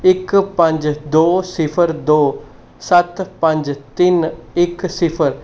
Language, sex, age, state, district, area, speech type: Punjabi, male, 18-30, Punjab, Mohali, urban, read